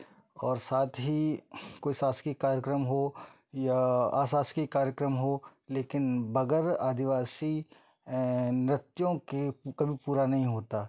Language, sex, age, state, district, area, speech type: Hindi, male, 30-45, Madhya Pradesh, Betul, rural, spontaneous